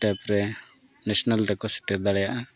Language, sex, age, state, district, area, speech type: Santali, male, 45-60, Odisha, Mayurbhanj, rural, spontaneous